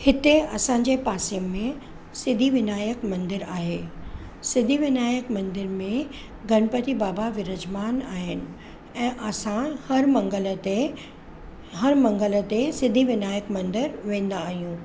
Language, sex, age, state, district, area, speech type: Sindhi, female, 45-60, Maharashtra, Mumbai Suburban, urban, spontaneous